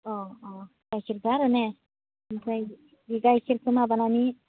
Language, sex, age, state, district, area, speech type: Bodo, male, 18-30, Assam, Udalguri, rural, conversation